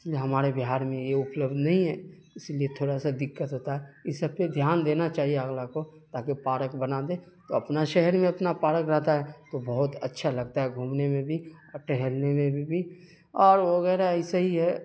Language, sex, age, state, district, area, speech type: Urdu, male, 30-45, Bihar, Darbhanga, urban, spontaneous